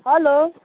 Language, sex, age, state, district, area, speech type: Nepali, female, 45-60, West Bengal, Kalimpong, rural, conversation